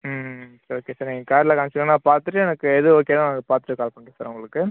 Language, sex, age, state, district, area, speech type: Tamil, male, 18-30, Tamil Nadu, Viluppuram, urban, conversation